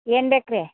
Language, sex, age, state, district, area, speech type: Kannada, female, 60+, Karnataka, Belgaum, rural, conversation